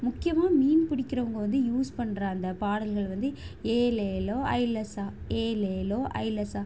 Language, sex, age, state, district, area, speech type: Tamil, female, 18-30, Tamil Nadu, Chennai, urban, spontaneous